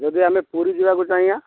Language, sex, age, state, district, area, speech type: Odia, male, 45-60, Odisha, Balasore, rural, conversation